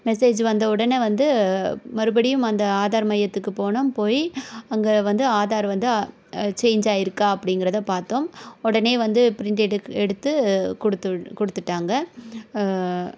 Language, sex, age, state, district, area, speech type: Tamil, female, 18-30, Tamil Nadu, Sivaganga, rural, spontaneous